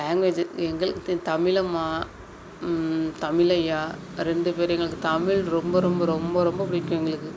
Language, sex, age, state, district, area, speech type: Tamil, female, 30-45, Tamil Nadu, Thanjavur, rural, spontaneous